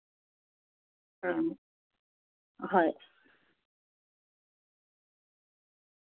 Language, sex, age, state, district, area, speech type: Manipuri, female, 30-45, Manipur, Tengnoupal, rural, conversation